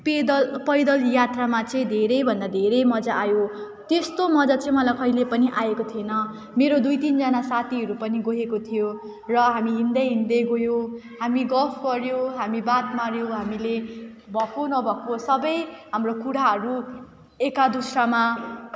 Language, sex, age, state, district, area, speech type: Nepali, female, 18-30, West Bengal, Darjeeling, rural, spontaneous